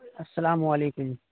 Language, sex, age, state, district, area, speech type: Urdu, male, 45-60, Bihar, Supaul, rural, conversation